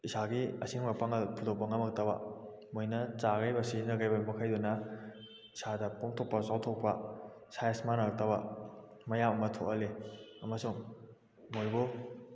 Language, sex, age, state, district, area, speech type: Manipuri, male, 18-30, Manipur, Kakching, rural, spontaneous